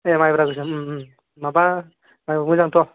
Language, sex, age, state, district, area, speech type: Bodo, male, 18-30, Assam, Chirang, urban, conversation